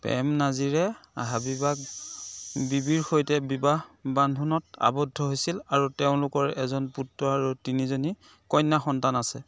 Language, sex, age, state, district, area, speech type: Assamese, male, 30-45, Assam, Dhemaji, rural, read